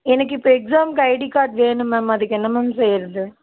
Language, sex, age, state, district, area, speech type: Tamil, female, 18-30, Tamil Nadu, Dharmapuri, rural, conversation